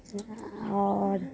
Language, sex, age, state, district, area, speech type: Maithili, female, 18-30, Bihar, Araria, urban, spontaneous